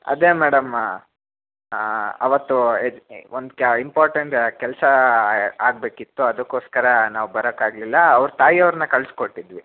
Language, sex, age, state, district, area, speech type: Kannada, male, 18-30, Karnataka, Chitradurga, urban, conversation